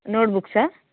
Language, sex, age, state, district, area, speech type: Telugu, female, 30-45, Telangana, Peddapalli, rural, conversation